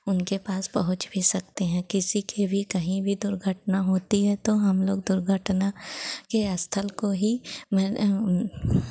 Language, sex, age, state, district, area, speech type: Hindi, female, 30-45, Uttar Pradesh, Pratapgarh, rural, spontaneous